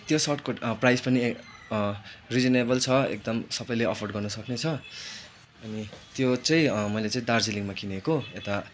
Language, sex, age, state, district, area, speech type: Nepali, male, 18-30, West Bengal, Darjeeling, rural, spontaneous